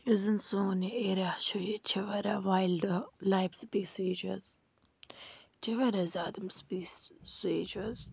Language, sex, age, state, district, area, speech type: Kashmiri, female, 18-30, Jammu and Kashmir, Bandipora, rural, spontaneous